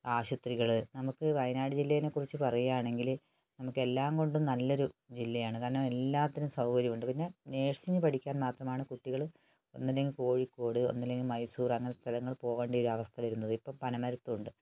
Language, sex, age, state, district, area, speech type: Malayalam, female, 60+, Kerala, Wayanad, rural, spontaneous